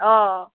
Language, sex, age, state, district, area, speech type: Assamese, female, 30-45, Assam, Nalbari, rural, conversation